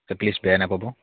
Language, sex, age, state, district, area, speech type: Assamese, male, 18-30, Assam, Barpeta, rural, conversation